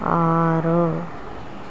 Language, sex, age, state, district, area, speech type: Telugu, female, 30-45, Andhra Pradesh, Vizianagaram, rural, read